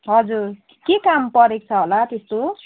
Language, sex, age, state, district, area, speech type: Nepali, female, 45-60, West Bengal, Jalpaiguri, rural, conversation